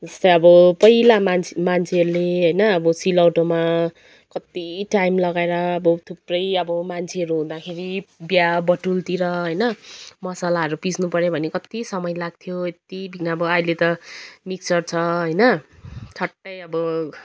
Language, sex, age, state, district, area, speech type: Nepali, female, 30-45, West Bengal, Kalimpong, rural, spontaneous